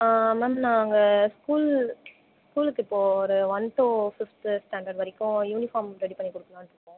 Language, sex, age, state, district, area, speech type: Tamil, female, 18-30, Tamil Nadu, Viluppuram, urban, conversation